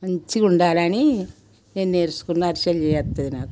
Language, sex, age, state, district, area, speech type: Telugu, female, 60+, Telangana, Peddapalli, rural, spontaneous